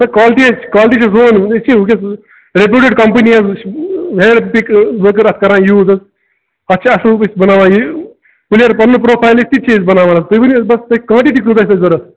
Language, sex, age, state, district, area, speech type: Kashmiri, male, 30-45, Jammu and Kashmir, Bandipora, rural, conversation